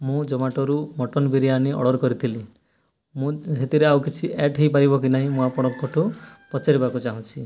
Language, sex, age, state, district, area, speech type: Odia, male, 18-30, Odisha, Nuapada, urban, spontaneous